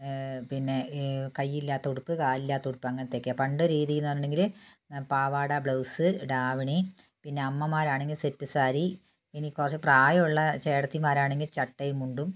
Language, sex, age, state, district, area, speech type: Malayalam, female, 60+, Kerala, Wayanad, rural, spontaneous